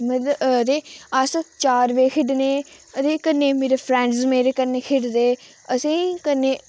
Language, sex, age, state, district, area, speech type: Dogri, female, 18-30, Jammu and Kashmir, Udhampur, urban, spontaneous